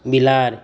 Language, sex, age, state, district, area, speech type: Maithili, male, 18-30, Bihar, Saharsa, rural, read